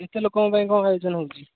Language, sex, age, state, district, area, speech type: Odia, male, 18-30, Odisha, Jagatsinghpur, rural, conversation